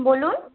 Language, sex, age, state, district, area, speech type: Bengali, female, 30-45, West Bengal, Purba Medinipur, rural, conversation